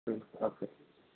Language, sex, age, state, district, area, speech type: Telugu, male, 18-30, Andhra Pradesh, Visakhapatnam, rural, conversation